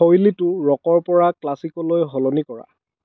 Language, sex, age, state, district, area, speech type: Assamese, male, 45-60, Assam, Dhemaji, rural, read